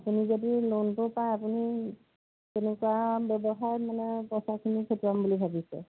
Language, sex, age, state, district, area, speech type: Assamese, female, 45-60, Assam, Majuli, rural, conversation